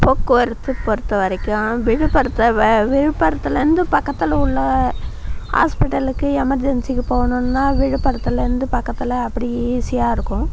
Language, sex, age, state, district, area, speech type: Tamil, female, 45-60, Tamil Nadu, Viluppuram, rural, spontaneous